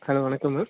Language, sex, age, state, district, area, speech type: Tamil, male, 18-30, Tamil Nadu, Nagapattinam, urban, conversation